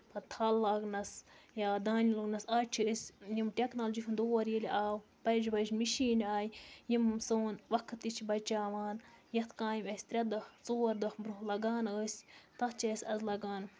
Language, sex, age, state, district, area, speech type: Kashmiri, female, 18-30, Jammu and Kashmir, Baramulla, rural, spontaneous